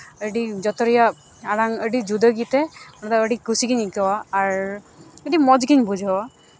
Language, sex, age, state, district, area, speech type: Santali, female, 18-30, West Bengal, Uttar Dinajpur, rural, spontaneous